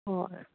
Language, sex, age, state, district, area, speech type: Goan Konkani, female, 30-45, Goa, Canacona, rural, conversation